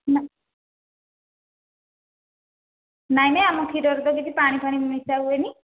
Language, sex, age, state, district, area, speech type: Odia, female, 45-60, Odisha, Khordha, rural, conversation